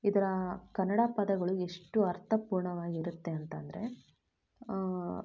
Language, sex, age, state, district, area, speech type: Kannada, female, 18-30, Karnataka, Chitradurga, rural, spontaneous